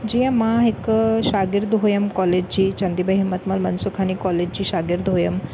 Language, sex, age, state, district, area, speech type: Sindhi, female, 30-45, Maharashtra, Thane, urban, spontaneous